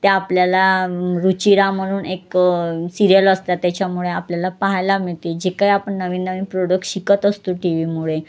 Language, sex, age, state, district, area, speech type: Marathi, female, 30-45, Maharashtra, Wardha, rural, spontaneous